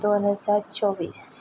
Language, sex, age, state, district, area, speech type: Goan Konkani, female, 18-30, Goa, Ponda, rural, spontaneous